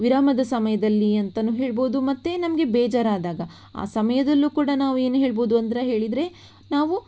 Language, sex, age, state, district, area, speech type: Kannada, female, 18-30, Karnataka, Shimoga, rural, spontaneous